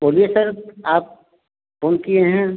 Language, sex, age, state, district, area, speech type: Hindi, male, 45-60, Uttar Pradesh, Azamgarh, rural, conversation